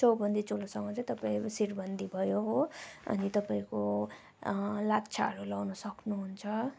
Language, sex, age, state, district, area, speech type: Nepali, female, 18-30, West Bengal, Darjeeling, rural, spontaneous